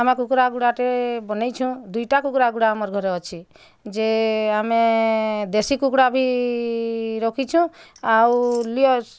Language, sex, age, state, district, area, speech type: Odia, female, 45-60, Odisha, Bargarh, urban, spontaneous